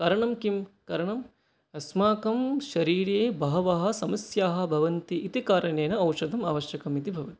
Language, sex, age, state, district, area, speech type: Sanskrit, male, 18-30, West Bengal, Alipurduar, rural, spontaneous